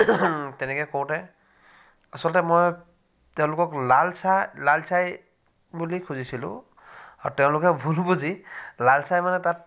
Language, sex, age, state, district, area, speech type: Assamese, male, 60+, Assam, Charaideo, rural, spontaneous